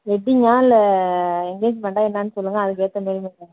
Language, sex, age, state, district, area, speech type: Tamil, female, 18-30, Tamil Nadu, Thanjavur, urban, conversation